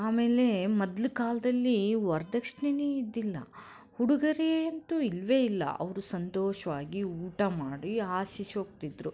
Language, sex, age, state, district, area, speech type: Kannada, female, 30-45, Karnataka, Koppal, rural, spontaneous